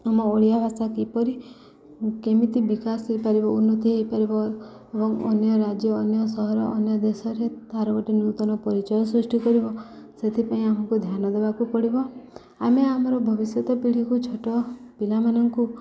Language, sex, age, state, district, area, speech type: Odia, female, 30-45, Odisha, Subarnapur, urban, spontaneous